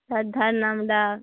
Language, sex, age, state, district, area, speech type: Bengali, female, 45-60, West Bengal, Uttar Dinajpur, urban, conversation